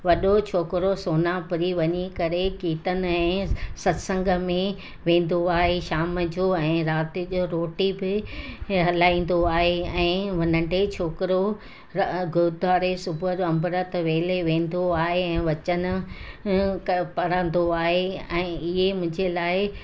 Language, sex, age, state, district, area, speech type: Sindhi, female, 60+, Gujarat, Junagadh, urban, spontaneous